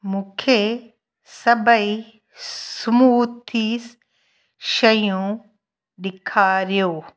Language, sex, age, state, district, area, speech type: Sindhi, female, 45-60, Gujarat, Kutch, rural, read